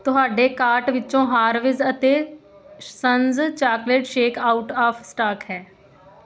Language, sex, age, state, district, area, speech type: Punjabi, female, 18-30, Punjab, Muktsar, rural, read